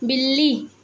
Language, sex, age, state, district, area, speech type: Hindi, female, 18-30, Uttar Pradesh, Azamgarh, urban, read